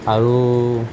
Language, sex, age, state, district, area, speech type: Assamese, male, 18-30, Assam, Nalbari, rural, spontaneous